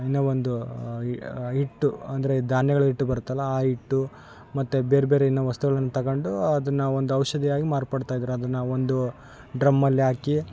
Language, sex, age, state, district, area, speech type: Kannada, male, 18-30, Karnataka, Vijayanagara, rural, spontaneous